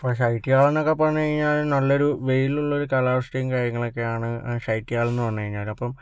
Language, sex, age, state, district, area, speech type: Malayalam, male, 18-30, Kerala, Kozhikode, urban, spontaneous